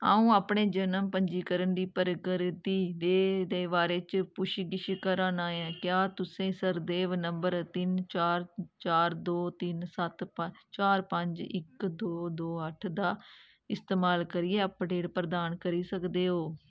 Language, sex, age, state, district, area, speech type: Dogri, female, 18-30, Jammu and Kashmir, Kathua, rural, read